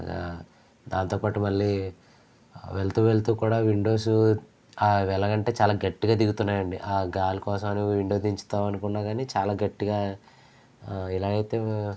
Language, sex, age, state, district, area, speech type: Telugu, male, 18-30, Andhra Pradesh, East Godavari, rural, spontaneous